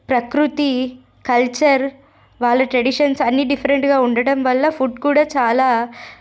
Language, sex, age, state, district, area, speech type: Telugu, female, 18-30, Telangana, Nirmal, urban, spontaneous